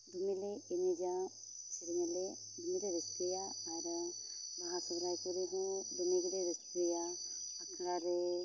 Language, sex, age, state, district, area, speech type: Santali, female, 18-30, Jharkhand, Seraikela Kharsawan, rural, spontaneous